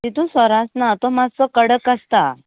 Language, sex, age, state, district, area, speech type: Goan Konkani, female, 18-30, Goa, Canacona, rural, conversation